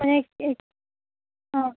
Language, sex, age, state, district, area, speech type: Assamese, female, 30-45, Assam, Charaideo, urban, conversation